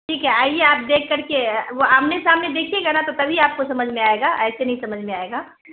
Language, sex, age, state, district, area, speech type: Urdu, female, 30-45, Bihar, Araria, rural, conversation